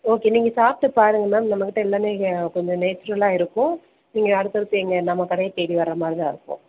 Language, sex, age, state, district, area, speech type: Tamil, female, 30-45, Tamil Nadu, Perambalur, rural, conversation